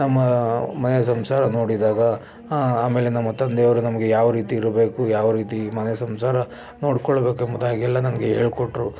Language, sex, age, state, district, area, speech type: Kannada, male, 30-45, Karnataka, Bangalore Rural, rural, spontaneous